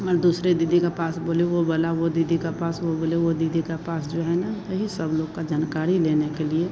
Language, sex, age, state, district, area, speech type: Hindi, female, 45-60, Bihar, Madhepura, rural, spontaneous